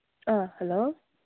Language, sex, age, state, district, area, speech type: Manipuri, female, 45-60, Manipur, Kangpokpi, rural, conversation